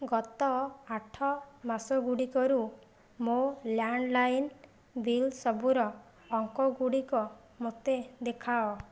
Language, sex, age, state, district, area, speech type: Odia, female, 45-60, Odisha, Jajpur, rural, read